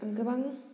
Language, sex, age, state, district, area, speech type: Bodo, female, 18-30, Assam, Udalguri, rural, spontaneous